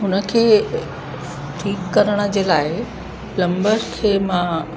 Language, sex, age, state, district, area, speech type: Sindhi, female, 45-60, Uttar Pradesh, Lucknow, urban, spontaneous